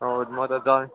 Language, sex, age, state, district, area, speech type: Nepali, male, 18-30, West Bengal, Darjeeling, rural, conversation